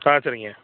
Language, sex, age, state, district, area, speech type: Tamil, male, 45-60, Tamil Nadu, Madurai, rural, conversation